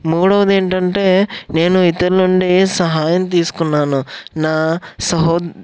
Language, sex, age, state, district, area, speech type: Telugu, male, 18-30, Andhra Pradesh, Eluru, urban, spontaneous